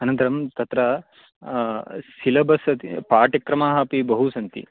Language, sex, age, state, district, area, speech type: Sanskrit, male, 18-30, Karnataka, Chikkamagaluru, rural, conversation